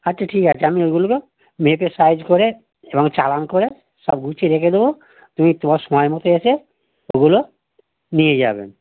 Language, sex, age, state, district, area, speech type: Bengali, male, 60+, West Bengal, North 24 Parganas, urban, conversation